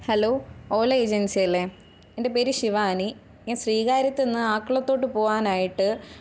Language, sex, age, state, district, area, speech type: Malayalam, female, 18-30, Kerala, Thiruvananthapuram, rural, spontaneous